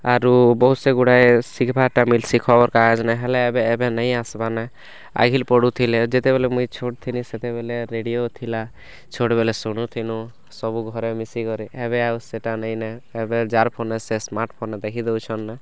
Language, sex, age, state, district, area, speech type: Odia, male, 18-30, Odisha, Kalahandi, rural, spontaneous